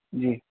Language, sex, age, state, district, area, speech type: Urdu, male, 18-30, Delhi, East Delhi, urban, conversation